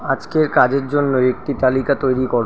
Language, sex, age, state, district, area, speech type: Bengali, male, 30-45, West Bengal, Kolkata, urban, read